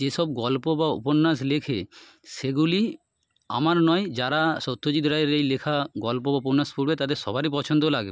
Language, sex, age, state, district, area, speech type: Bengali, male, 30-45, West Bengal, Nadia, urban, spontaneous